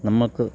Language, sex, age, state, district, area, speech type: Malayalam, male, 60+, Kerala, Kottayam, urban, spontaneous